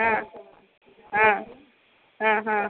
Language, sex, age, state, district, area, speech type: Kannada, female, 45-60, Karnataka, Chitradurga, urban, conversation